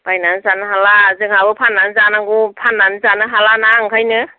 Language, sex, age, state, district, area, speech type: Bodo, female, 45-60, Assam, Kokrajhar, rural, conversation